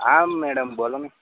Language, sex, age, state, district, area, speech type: Gujarati, male, 18-30, Gujarat, Anand, rural, conversation